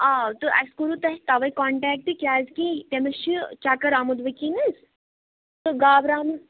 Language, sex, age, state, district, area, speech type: Kashmiri, female, 30-45, Jammu and Kashmir, Kupwara, rural, conversation